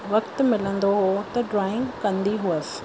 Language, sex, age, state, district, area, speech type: Sindhi, female, 30-45, Rajasthan, Ajmer, urban, spontaneous